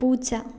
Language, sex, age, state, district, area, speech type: Malayalam, female, 18-30, Kerala, Kannur, rural, read